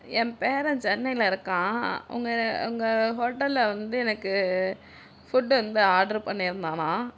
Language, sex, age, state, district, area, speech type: Tamil, female, 60+, Tamil Nadu, Sivaganga, rural, spontaneous